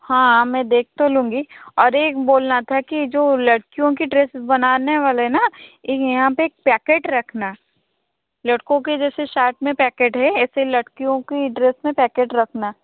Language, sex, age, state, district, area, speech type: Hindi, female, 60+, Rajasthan, Jodhpur, rural, conversation